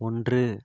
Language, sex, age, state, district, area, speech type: Tamil, male, 45-60, Tamil Nadu, Ariyalur, rural, read